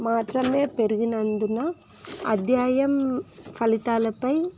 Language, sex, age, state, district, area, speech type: Telugu, female, 18-30, Telangana, Hyderabad, urban, spontaneous